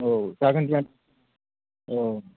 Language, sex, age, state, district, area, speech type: Bodo, male, 18-30, Assam, Chirang, rural, conversation